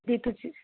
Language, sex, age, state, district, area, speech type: Punjabi, female, 18-30, Punjab, Mansa, urban, conversation